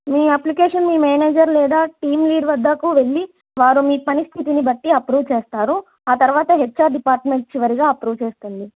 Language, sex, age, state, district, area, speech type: Telugu, female, 18-30, Andhra Pradesh, Sri Satya Sai, urban, conversation